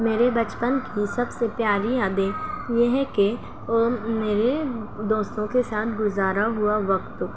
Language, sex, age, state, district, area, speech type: Urdu, female, 18-30, Maharashtra, Nashik, rural, spontaneous